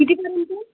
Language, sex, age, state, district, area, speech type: Marathi, male, 30-45, Maharashtra, Buldhana, rural, conversation